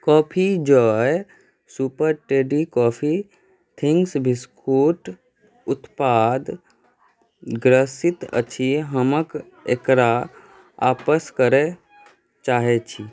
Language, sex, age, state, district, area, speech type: Maithili, other, 18-30, Bihar, Saharsa, rural, read